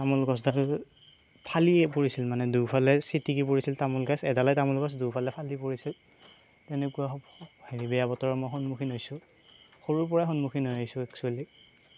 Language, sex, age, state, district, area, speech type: Assamese, male, 18-30, Assam, Darrang, rural, spontaneous